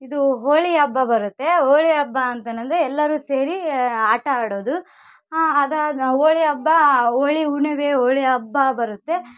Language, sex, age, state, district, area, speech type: Kannada, female, 18-30, Karnataka, Vijayanagara, rural, spontaneous